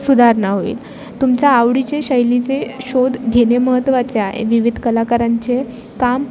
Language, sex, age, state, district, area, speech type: Marathi, female, 18-30, Maharashtra, Bhandara, rural, spontaneous